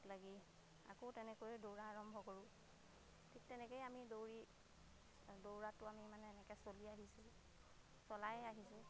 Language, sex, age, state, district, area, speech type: Assamese, female, 30-45, Assam, Lakhimpur, rural, spontaneous